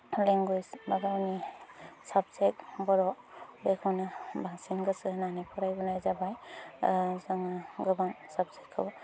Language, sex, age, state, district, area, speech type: Bodo, female, 30-45, Assam, Udalguri, rural, spontaneous